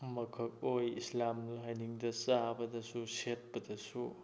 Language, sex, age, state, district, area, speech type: Manipuri, male, 45-60, Manipur, Thoubal, rural, spontaneous